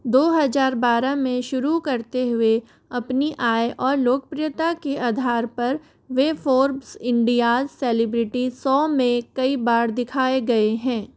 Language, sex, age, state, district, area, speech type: Hindi, female, 30-45, Rajasthan, Jaipur, urban, read